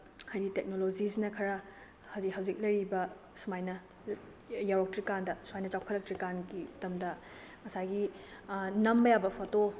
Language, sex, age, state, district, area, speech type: Manipuri, female, 18-30, Manipur, Bishnupur, rural, spontaneous